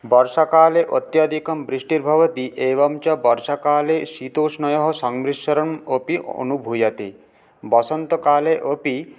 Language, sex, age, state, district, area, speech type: Sanskrit, male, 18-30, West Bengal, Paschim Medinipur, urban, spontaneous